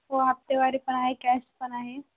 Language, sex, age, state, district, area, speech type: Marathi, female, 18-30, Maharashtra, Hingoli, urban, conversation